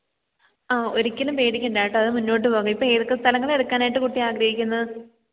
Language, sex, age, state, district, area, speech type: Malayalam, female, 18-30, Kerala, Idukki, rural, conversation